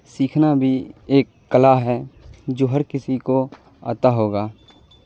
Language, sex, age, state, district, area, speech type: Urdu, male, 18-30, Bihar, Supaul, rural, spontaneous